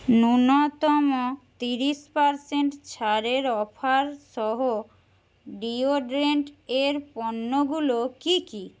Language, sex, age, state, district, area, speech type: Bengali, female, 30-45, West Bengal, Jhargram, rural, read